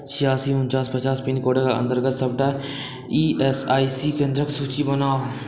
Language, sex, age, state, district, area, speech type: Maithili, male, 60+, Bihar, Saharsa, urban, read